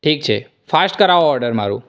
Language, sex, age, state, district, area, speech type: Gujarati, male, 18-30, Gujarat, Surat, rural, spontaneous